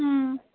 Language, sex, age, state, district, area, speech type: Manipuri, female, 60+, Manipur, Imphal East, urban, conversation